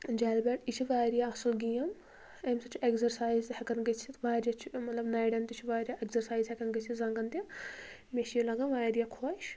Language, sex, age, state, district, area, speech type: Kashmiri, female, 18-30, Jammu and Kashmir, Anantnag, rural, spontaneous